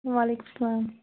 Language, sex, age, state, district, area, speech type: Kashmiri, female, 30-45, Jammu and Kashmir, Anantnag, rural, conversation